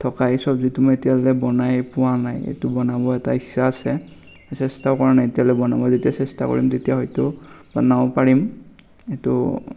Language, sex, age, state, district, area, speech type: Assamese, male, 18-30, Assam, Darrang, rural, spontaneous